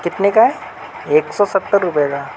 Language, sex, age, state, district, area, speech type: Urdu, male, 30-45, Uttar Pradesh, Mau, urban, spontaneous